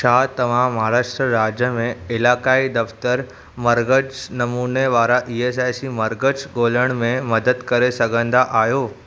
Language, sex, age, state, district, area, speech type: Sindhi, male, 18-30, Maharashtra, Thane, urban, read